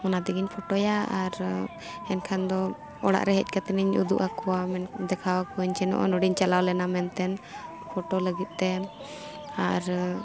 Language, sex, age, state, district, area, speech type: Santali, female, 18-30, Jharkhand, Bokaro, rural, spontaneous